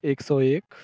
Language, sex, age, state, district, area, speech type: Hindi, male, 30-45, Uttar Pradesh, Mirzapur, rural, spontaneous